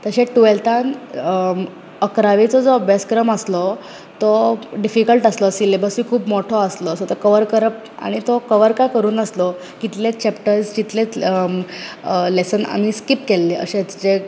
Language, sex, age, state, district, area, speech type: Goan Konkani, female, 18-30, Goa, Bardez, urban, spontaneous